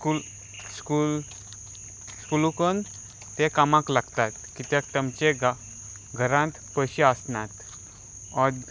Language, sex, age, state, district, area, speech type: Goan Konkani, male, 18-30, Goa, Salcete, rural, spontaneous